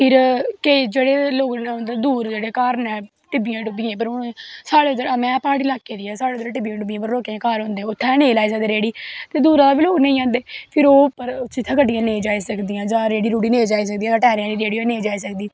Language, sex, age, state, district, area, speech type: Dogri, female, 18-30, Jammu and Kashmir, Kathua, rural, spontaneous